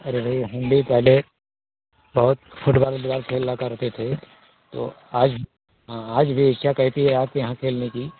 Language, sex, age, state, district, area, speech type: Hindi, male, 60+, Uttar Pradesh, Ayodhya, rural, conversation